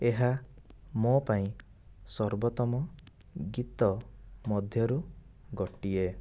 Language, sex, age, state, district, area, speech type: Odia, male, 18-30, Odisha, Kandhamal, rural, read